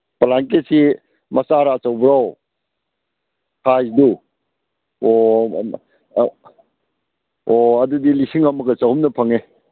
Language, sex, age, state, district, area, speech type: Manipuri, male, 60+, Manipur, Kakching, rural, conversation